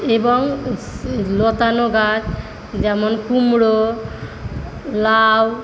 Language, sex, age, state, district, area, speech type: Bengali, female, 45-60, West Bengal, Paschim Medinipur, rural, spontaneous